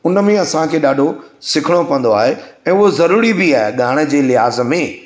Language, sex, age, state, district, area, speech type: Sindhi, male, 60+, Gujarat, Surat, urban, spontaneous